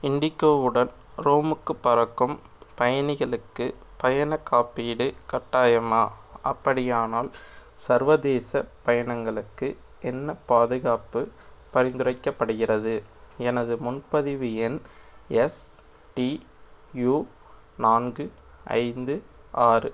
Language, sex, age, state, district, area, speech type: Tamil, male, 18-30, Tamil Nadu, Madurai, urban, read